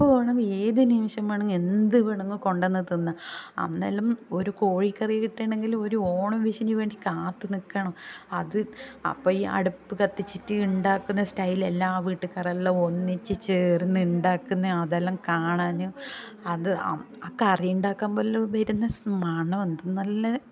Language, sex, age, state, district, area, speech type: Malayalam, female, 45-60, Kerala, Kasaragod, rural, spontaneous